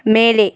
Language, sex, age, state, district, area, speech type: Tamil, female, 18-30, Tamil Nadu, Tirupattur, rural, read